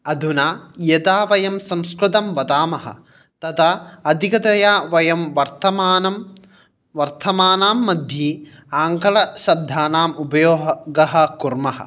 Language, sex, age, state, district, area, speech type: Sanskrit, male, 18-30, Kerala, Kottayam, urban, spontaneous